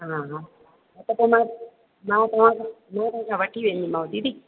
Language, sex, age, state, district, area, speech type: Sindhi, female, 45-60, Gujarat, Junagadh, urban, conversation